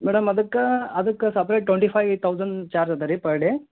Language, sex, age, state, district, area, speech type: Kannada, male, 30-45, Karnataka, Gulbarga, urban, conversation